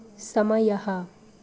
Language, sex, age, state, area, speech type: Sanskrit, female, 18-30, Goa, rural, read